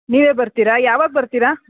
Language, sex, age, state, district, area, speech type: Kannada, female, 30-45, Karnataka, Mandya, urban, conversation